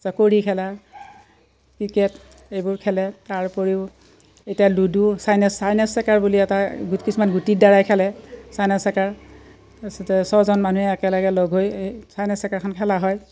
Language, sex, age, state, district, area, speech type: Assamese, female, 60+, Assam, Udalguri, rural, spontaneous